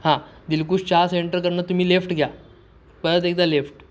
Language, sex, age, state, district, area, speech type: Marathi, male, 18-30, Maharashtra, Sindhudurg, rural, spontaneous